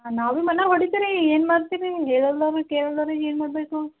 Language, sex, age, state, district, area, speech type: Kannada, female, 18-30, Karnataka, Gulbarga, rural, conversation